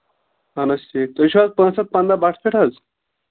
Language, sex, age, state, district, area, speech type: Kashmiri, male, 18-30, Jammu and Kashmir, Kulgam, rural, conversation